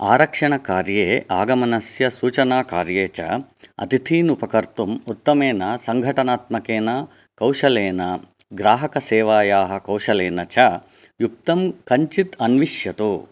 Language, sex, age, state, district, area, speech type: Sanskrit, male, 30-45, Karnataka, Chikkaballapur, urban, read